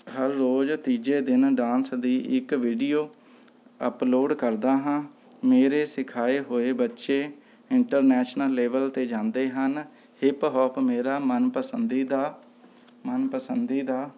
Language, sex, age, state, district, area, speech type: Punjabi, male, 30-45, Punjab, Rupnagar, rural, spontaneous